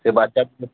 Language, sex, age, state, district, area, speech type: Bengali, male, 18-30, West Bengal, Uttar Dinajpur, urban, conversation